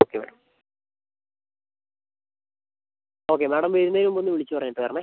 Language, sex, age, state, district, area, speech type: Malayalam, male, 60+, Kerala, Wayanad, rural, conversation